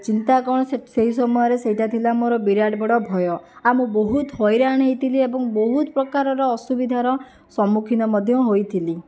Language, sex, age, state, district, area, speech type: Odia, female, 60+, Odisha, Jajpur, rural, spontaneous